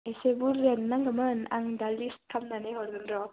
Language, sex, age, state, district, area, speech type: Bodo, female, 18-30, Assam, Udalguri, rural, conversation